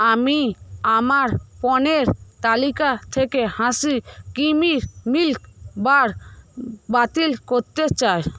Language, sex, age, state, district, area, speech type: Bengali, female, 18-30, West Bengal, Paschim Medinipur, rural, read